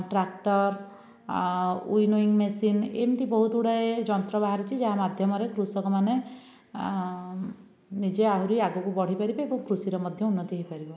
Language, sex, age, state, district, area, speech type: Odia, female, 18-30, Odisha, Dhenkanal, rural, spontaneous